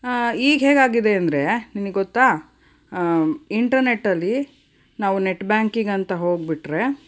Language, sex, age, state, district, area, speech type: Kannada, female, 30-45, Karnataka, Davanagere, urban, spontaneous